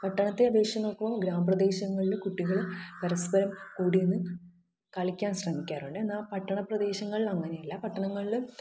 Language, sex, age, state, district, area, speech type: Malayalam, female, 18-30, Kerala, Thiruvananthapuram, rural, spontaneous